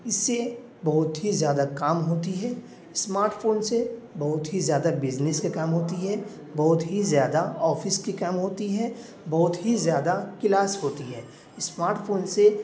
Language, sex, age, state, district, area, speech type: Urdu, male, 18-30, Bihar, Darbhanga, urban, spontaneous